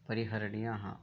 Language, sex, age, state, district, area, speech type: Sanskrit, male, 30-45, West Bengal, Murshidabad, urban, spontaneous